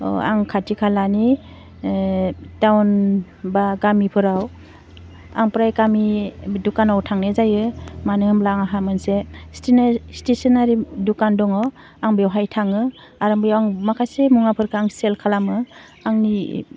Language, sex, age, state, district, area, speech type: Bodo, female, 45-60, Assam, Udalguri, urban, spontaneous